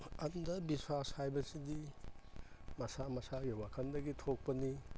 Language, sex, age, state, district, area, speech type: Manipuri, male, 60+, Manipur, Imphal East, urban, spontaneous